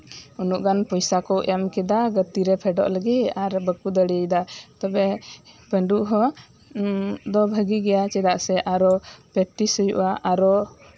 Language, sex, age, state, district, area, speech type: Santali, female, 18-30, West Bengal, Birbhum, rural, spontaneous